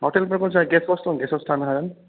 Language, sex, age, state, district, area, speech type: Bodo, male, 18-30, Assam, Kokrajhar, urban, conversation